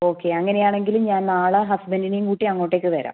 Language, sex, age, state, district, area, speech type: Malayalam, female, 30-45, Kerala, Kannur, rural, conversation